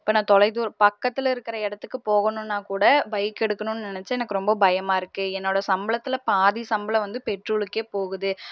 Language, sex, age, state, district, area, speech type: Tamil, female, 18-30, Tamil Nadu, Erode, rural, spontaneous